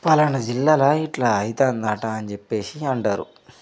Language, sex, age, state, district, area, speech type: Telugu, male, 18-30, Telangana, Nirmal, rural, spontaneous